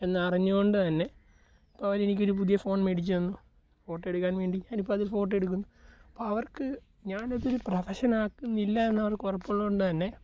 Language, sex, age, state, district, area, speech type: Malayalam, male, 18-30, Kerala, Alappuzha, rural, spontaneous